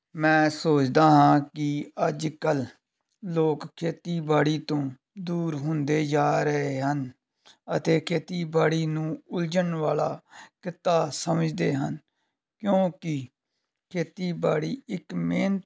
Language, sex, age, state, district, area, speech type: Punjabi, male, 45-60, Punjab, Tarn Taran, rural, spontaneous